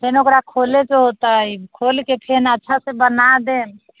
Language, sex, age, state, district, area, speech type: Maithili, female, 30-45, Bihar, Sitamarhi, urban, conversation